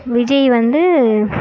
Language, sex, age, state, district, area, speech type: Tamil, female, 18-30, Tamil Nadu, Kallakurichi, rural, spontaneous